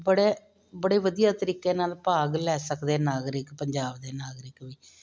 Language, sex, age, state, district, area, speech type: Punjabi, female, 45-60, Punjab, Jalandhar, urban, spontaneous